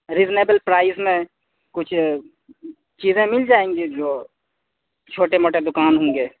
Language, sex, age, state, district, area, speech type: Urdu, male, 18-30, Delhi, South Delhi, urban, conversation